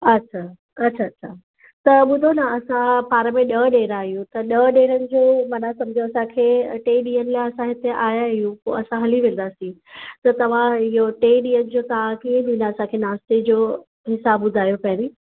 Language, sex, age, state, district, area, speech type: Sindhi, female, 45-60, Maharashtra, Mumbai Suburban, urban, conversation